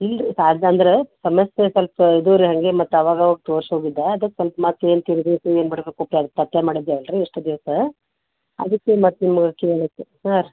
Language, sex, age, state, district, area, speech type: Kannada, female, 45-60, Karnataka, Gulbarga, urban, conversation